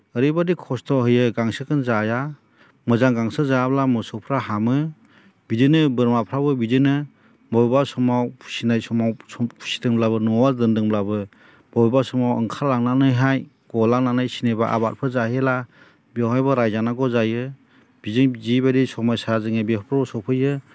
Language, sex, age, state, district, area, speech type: Bodo, male, 45-60, Assam, Chirang, rural, spontaneous